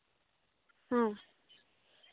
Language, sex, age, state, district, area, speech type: Santali, female, 18-30, Jharkhand, Seraikela Kharsawan, rural, conversation